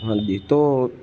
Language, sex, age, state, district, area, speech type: Urdu, male, 60+, Maharashtra, Nashik, urban, spontaneous